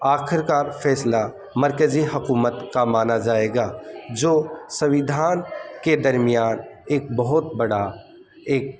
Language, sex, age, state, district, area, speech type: Urdu, male, 30-45, Delhi, North East Delhi, urban, spontaneous